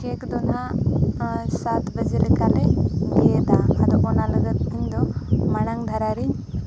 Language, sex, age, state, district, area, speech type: Santali, female, 18-30, Jharkhand, Seraikela Kharsawan, rural, spontaneous